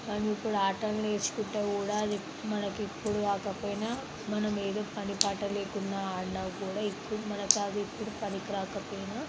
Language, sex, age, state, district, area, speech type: Telugu, female, 18-30, Telangana, Sangareddy, urban, spontaneous